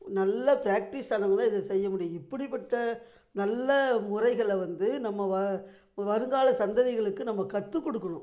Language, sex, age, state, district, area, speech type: Tamil, female, 60+, Tamil Nadu, Namakkal, rural, spontaneous